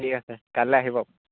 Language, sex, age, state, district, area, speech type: Assamese, male, 18-30, Assam, Charaideo, rural, conversation